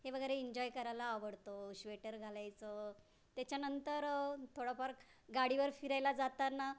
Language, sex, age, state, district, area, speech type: Marathi, female, 30-45, Maharashtra, Raigad, rural, spontaneous